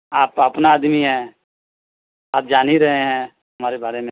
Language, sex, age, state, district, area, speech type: Urdu, male, 30-45, Bihar, East Champaran, urban, conversation